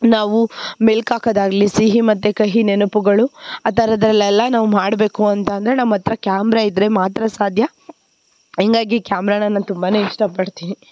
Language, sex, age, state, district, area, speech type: Kannada, female, 18-30, Karnataka, Tumkur, rural, spontaneous